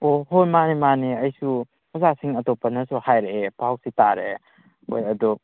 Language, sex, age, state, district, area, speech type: Manipuri, male, 18-30, Manipur, Kakching, rural, conversation